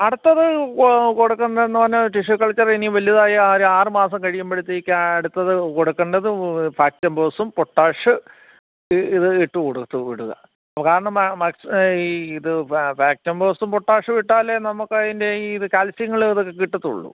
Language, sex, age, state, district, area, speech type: Malayalam, male, 30-45, Kerala, Kottayam, rural, conversation